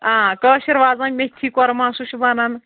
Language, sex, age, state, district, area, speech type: Kashmiri, female, 30-45, Jammu and Kashmir, Anantnag, rural, conversation